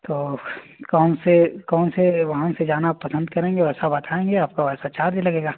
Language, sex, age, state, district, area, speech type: Hindi, male, 18-30, Uttar Pradesh, Azamgarh, rural, conversation